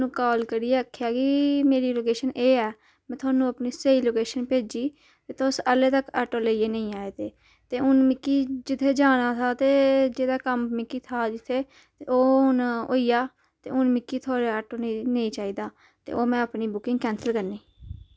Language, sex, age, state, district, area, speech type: Dogri, female, 18-30, Jammu and Kashmir, Udhampur, rural, spontaneous